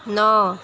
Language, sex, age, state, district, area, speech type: Assamese, female, 45-60, Assam, Jorhat, urban, read